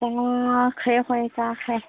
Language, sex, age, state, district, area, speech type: Manipuri, female, 18-30, Manipur, Senapati, rural, conversation